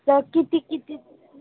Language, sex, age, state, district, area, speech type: Marathi, female, 18-30, Maharashtra, Nagpur, urban, conversation